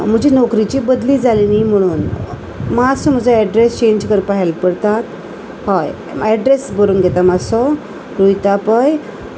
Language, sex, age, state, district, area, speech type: Goan Konkani, female, 45-60, Goa, Salcete, urban, spontaneous